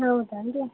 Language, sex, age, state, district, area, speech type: Kannada, female, 18-30, Karnataka, Gadag, rural, conversation